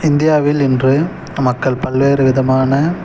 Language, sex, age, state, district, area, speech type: Tamil, male, 30-45, Tamil Nadu, Kallakurichi, rural, spontaneous